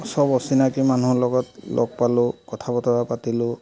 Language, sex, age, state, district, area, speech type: Assamese, male, 30-45, Assam, Charaideo, urban, spontaneous